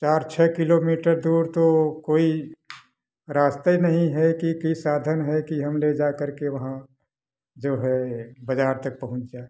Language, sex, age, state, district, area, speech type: Hindi, male, 60+, Uttar Pradesh, Prayagraj, rural, spontaneous